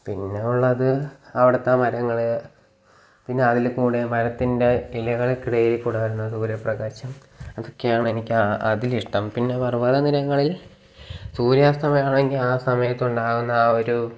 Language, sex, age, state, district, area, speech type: Malayalam, male, 18-30, Kerala, Kollam, rural, spontaneous